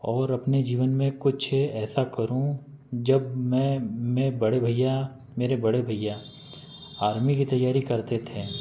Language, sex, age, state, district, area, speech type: Hindi, male, 30-45, Madhya Pradesh, Betul, urban, spontaneous